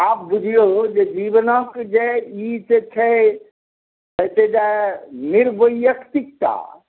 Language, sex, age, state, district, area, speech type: Maithili, male, 60+, Bihar, Madhubani, rural, conversation